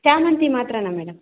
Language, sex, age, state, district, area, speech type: Kannada, female, 18-30, Karnataka, Kolar, rural, conversation